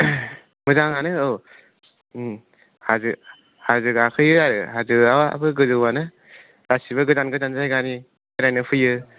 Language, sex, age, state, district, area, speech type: Bodo, male, 18-30, Assam, Kokrajhar, rural, conversation